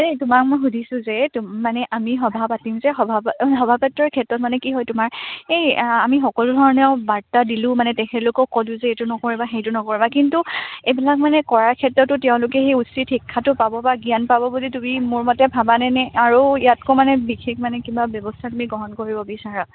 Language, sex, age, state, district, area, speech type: Assamese, female, 18-30, Assam, Dibrugarh, rural, conversation